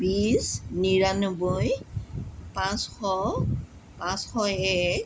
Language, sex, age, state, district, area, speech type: Assamese, female, 45-60, Assam, Sonitpur, urban, spontaneous